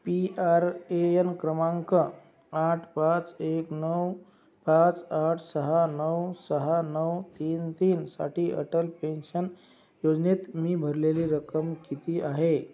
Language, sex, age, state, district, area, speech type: Marathi, male, 60+, Maharashtra, Akola, rural, read